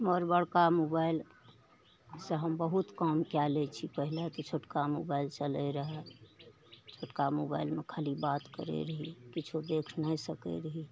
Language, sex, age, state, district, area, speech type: Maithili, female, 60+, Bihar, Araria, rural, spontaneous